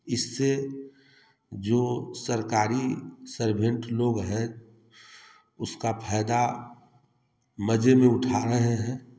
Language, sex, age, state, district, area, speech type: Hindi, male, 30-45, Bihar, Samastipur, rural, spontaneous